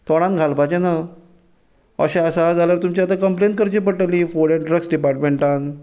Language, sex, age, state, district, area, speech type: Goan Konkani, male, 30-45, Goa, Ponda, rural, spontaneous